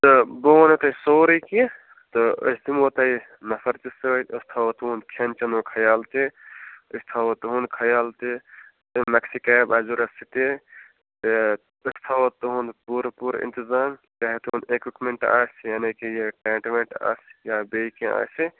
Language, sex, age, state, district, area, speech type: Kashmiri, male, 30-45, Jammu and Kashmir, Budgam, rural, conversation